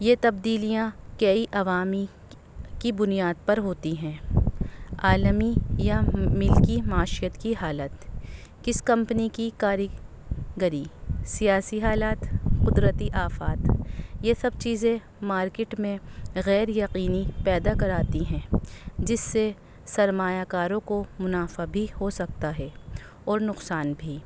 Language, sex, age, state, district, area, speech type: Urdu, female, 30-45, Delhi, North East Delhi, urban, spontaneous